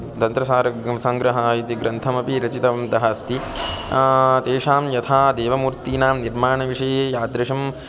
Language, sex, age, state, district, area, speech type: Sanskrit, male, 18-30, Karnataka, Gulbarga, urban, spontaneous